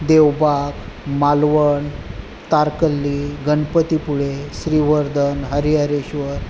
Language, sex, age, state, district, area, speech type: Marathi, male, 45-60, Maharashtra, Raigad, urban, spontaneous